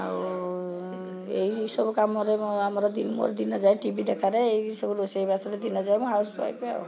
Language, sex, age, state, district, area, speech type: Odia, female, 60+, Odisha, Cuttack, urban, spontaneous